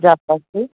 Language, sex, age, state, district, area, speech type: Punjabi, female, 30-45, Punjab, Fazilka, rural, conversation